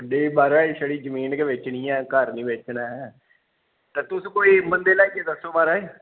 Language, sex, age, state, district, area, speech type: Dogri, male, 18-30, Jammu and Kashmir, Kathua, rural, conversation